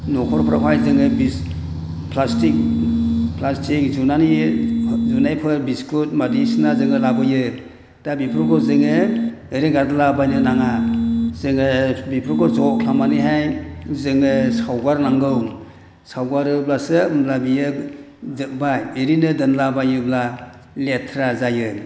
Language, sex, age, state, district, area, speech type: Bodo, male, 60+, Assam, Chirang, rural, spontaneous